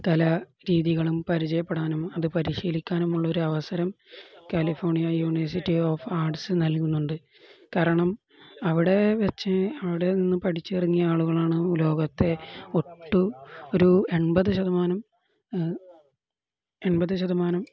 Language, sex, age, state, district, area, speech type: Malayalam, male, 18-30, Kerala, Kozhikode, rural, spontaneous